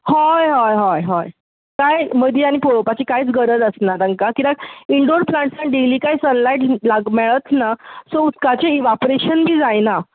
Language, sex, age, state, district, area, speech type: Goan Konkani, female, 30-45, Goa, Bardez, rural, conversation